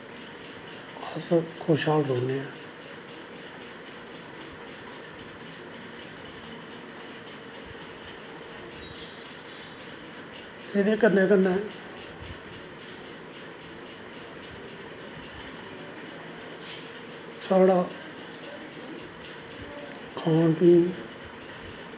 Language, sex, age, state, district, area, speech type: Dogri, male, 45-60, Jammu and Kashmir, Samba, rural, spontaneous